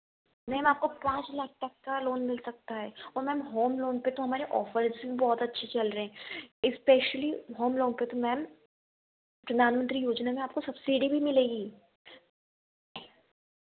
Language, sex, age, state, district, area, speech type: Hindi, female, 18-30, Madhya Pradesh, Ujjain, urban, conversation